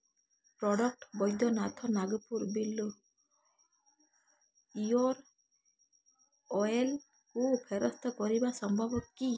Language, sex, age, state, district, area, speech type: Odia, female, 18-30, Odisha, Balasore, rural, read